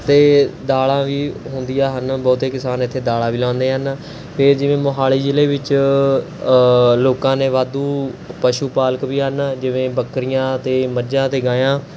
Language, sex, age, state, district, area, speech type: Punjabi, male, 18-30, Punjab, Mohali, rural, spontaneous